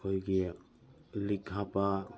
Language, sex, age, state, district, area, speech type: Manipuri, male, 45-60, Manipur, Imphal East, rural, spontaneous